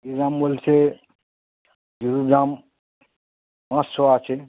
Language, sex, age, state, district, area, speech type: Bengali, male, 60+, West Bengal, Hooghly, rural, conversation